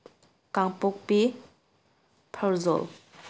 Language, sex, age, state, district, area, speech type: Manipuri, female, 30-45, Manipur, Tengnoupal, rural, spontaneous